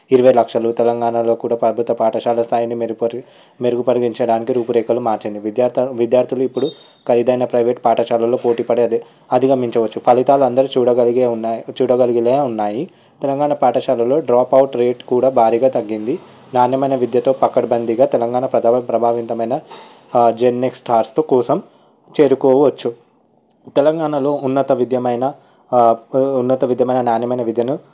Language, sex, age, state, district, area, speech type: Telugu, male, 18-30, Telangana, Vikarabad, urban, spontaneous